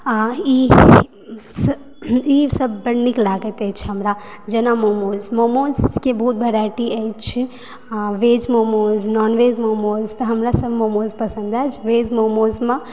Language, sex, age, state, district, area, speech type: Maithili, female, 18-30, Bihar, Supaul, rural, spontaneous